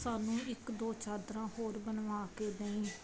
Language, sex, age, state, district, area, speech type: Punjabi, female, 30-45, Punjab, Muktsar, urban, spontaneous